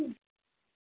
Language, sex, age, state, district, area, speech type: Bengali, female, 45-60, West Bengal, Darjeeling, urban, conversation